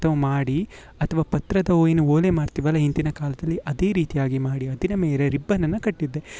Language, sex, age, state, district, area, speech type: Kannada, male, 18-30, Karnataka, Uttara Kannada, rural, spontaneous